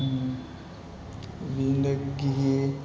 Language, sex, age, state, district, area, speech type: Bodo, male, 30-45, Assam, Chirang, rural, spontaneous